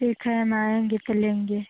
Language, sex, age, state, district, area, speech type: Hindi, female, 18-30, Bihar, Muzaffarpur, rural, conversation